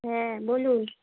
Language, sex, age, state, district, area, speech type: Bengali, female, 30-45, West Bengal, Darjeeling, rural, conversation